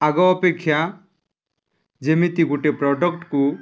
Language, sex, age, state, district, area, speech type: Odia, male, 30-45, Odisha, Nuapada, urban, spontaneous